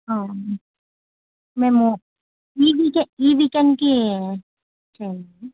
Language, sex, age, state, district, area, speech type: Telugu, female, 18-30, Andhra Pradesh, Nandyal, urban, conversation